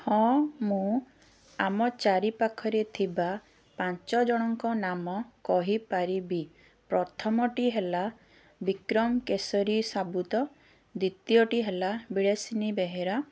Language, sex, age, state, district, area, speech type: Odia, female, 30-45, Odisha, Puri, urban, spontaneous